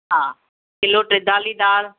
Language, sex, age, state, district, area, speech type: Sindhi, female, 45-60, Maharashtra, Thane, urban, conversation